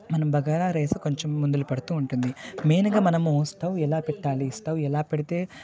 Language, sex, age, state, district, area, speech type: Telugu, male, 18-30, Telangana, Nalgonda, rural, spontaneous